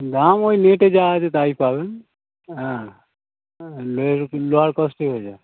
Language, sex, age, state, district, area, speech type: Bengali, male, 30-45, West Bengal, North 24 Parganas, urban, conversation